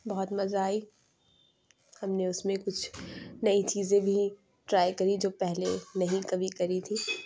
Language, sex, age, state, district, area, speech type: Urdu, female, 18-30, Uttar Pradesh, Lucknow, rural, spontaneous